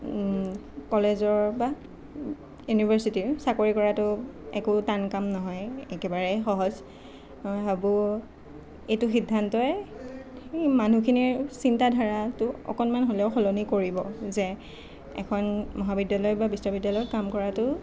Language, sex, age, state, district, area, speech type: Assamese, female, 18-30, Assam, Nalbari, rural, spontaneous